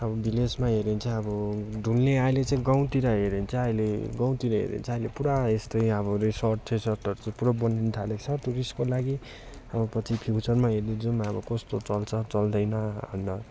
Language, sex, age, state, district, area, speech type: Nepali, male, 18-30, West Bengal, Darjeeling, rural, spontaneous